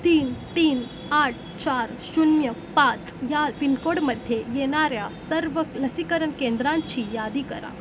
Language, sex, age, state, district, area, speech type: Marathi, female, 18-30, Maharashtra, Mumbai Suburban, urban, read